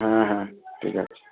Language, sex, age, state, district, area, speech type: Bengali, male, 45-60, West Bengal, Dakshin Dinajpur, rural, conversation